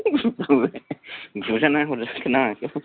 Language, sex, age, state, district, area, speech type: Bodo, male, 30-45, Assam, Kokrajhar, rural, conversation